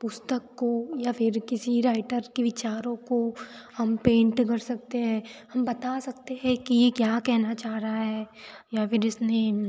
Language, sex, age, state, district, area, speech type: Hindi, female, 18-30, Madhya Pradesh, Betul, rural, spontaneous